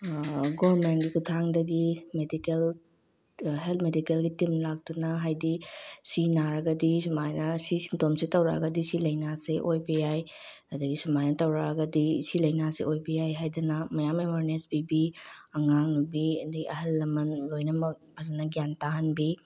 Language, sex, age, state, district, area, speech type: Manipuri, female, 30-45, Manipur, Bishnupur, rural, spontaneous